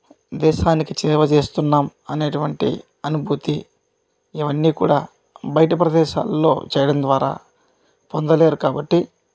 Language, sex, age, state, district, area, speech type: Telugu, male, 30-45, Andhra Pradesh, Kadapa, rural, spontaneous